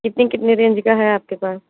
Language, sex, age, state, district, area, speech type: Hindi, female, 18-30, Uttar Pradesh, Sonbhadra, rural, conversation